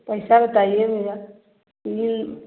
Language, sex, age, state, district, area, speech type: Hindi, female, 60+, Uttar Pradesh, Varanasi, rural, conversation